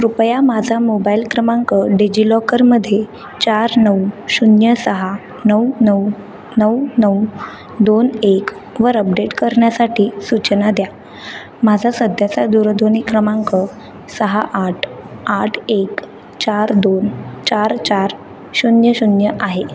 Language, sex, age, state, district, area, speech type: Marathi, female, 18-30, Maharashtra, Mumbai City, urban, read